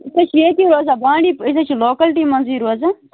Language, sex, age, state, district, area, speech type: Kashmiri, female, 30-45, Jammu and Kashmir, Bandipora, rural, conversation